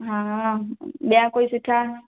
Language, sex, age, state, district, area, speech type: Sindhi, female, 18-30, Gujarat, Junagadh, rural, conversation